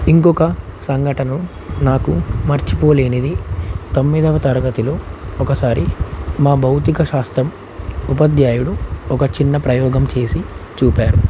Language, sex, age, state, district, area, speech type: Telugu, male, 18-30, Telangana, Nagarkurnool, urban, spontaneous